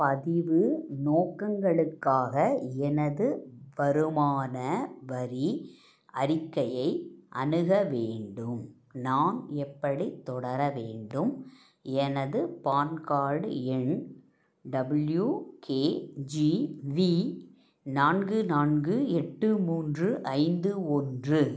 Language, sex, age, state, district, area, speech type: Tamil, female, 60+, Tamil Nadu, Salem, rural, read